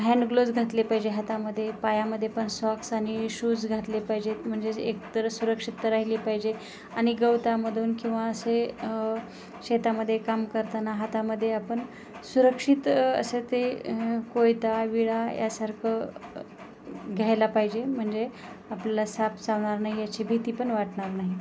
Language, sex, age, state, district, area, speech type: Marathi, female, 30-45, Maharashtra, Osmanabad, rural, spontaneous